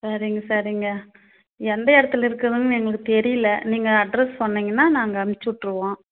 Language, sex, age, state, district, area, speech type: Tamil, female, 30-45, Tamil Nadu, Tirupattur, rural, conversation